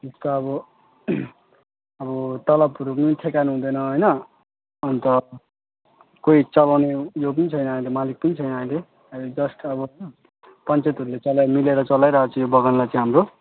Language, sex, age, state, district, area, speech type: Nepali, male, 18-30, West Bengal, Alipurduar, urban, conversation